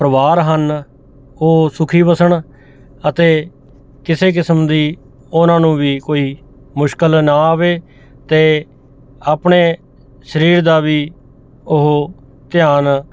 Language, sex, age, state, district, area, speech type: Punjabi, male, 45-60, Punjab, Mohali, urban, spontaneous